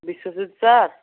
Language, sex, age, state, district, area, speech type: Odia, male, 18-30, Odisha, Cuttack, urban, conversation